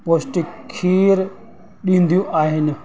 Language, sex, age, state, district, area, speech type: Sindhi, male, 30-45, Rajasthan, Ajmer, urban, spontaneous